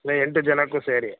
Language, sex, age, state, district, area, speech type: Kannada, male, 45-60, Karnataka, Mysore, rural, conversation